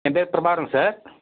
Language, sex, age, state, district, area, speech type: Tamil, male, 45-60, Tamil Nadu, Salem, rural, conversation